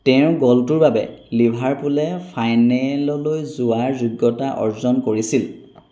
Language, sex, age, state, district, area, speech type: Assamese, male, 30-45, Assam, Golaghat, urban, read